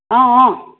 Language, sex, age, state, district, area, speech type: Tamil, female, 30-45, Tamil Nadu, Tirupattur, rural, conversation